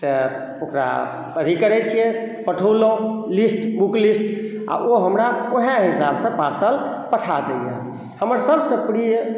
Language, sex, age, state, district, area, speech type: Maithili, male, 60+, Bihar, Madhubani, urban, spontaneous